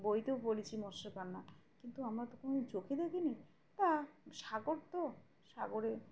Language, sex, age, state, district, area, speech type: Bengali, female, 30-45, West Bengal, Birbhum, urban, spontaneous